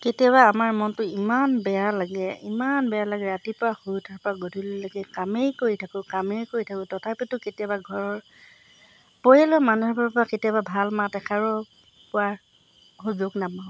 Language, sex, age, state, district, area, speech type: Assamese, female, 60+, Assam, Golaghat, urban, spontaneous